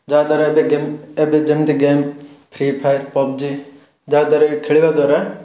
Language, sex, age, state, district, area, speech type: Odia, male, 18-30, Odisha, Rayagada, urban, spontaneous